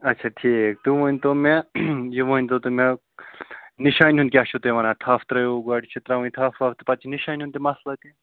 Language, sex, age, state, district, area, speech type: Kashmiri, male, 18-30, Jammu and Kashmir, Ganderbal, rural, conversation